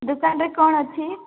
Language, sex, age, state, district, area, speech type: Odia, female, 18-30, Odisha, Nabarangpur, urban, conversation